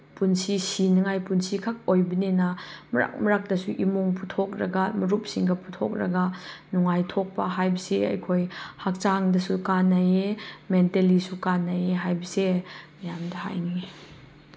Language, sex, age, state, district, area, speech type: Manipuri, female, 30-45, Manipur, Chandel, rural, spontaneous